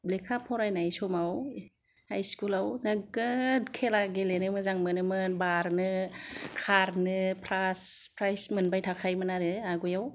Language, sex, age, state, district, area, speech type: Bodo, female, 45-60, Assam, Kokrajhar, rural, spontaneous